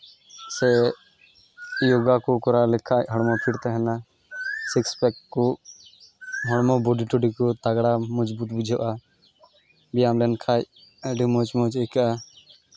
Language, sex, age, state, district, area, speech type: Santali, male, 18-30, West Bengal, Malda, rural, spontaneous